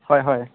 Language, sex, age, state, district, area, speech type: Assamese, male, 18-30, Assam, Tinsukia, urban, conversation